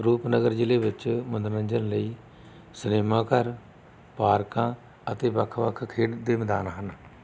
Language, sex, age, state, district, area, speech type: Punjabi, male, 45-60, Punjab, Rupnagar, rural, spontaneous